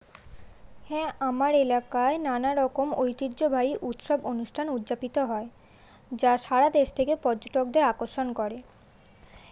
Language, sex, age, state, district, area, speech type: Bengali, female, 18-30, West Bengal, Kolkata, urban, spontaneous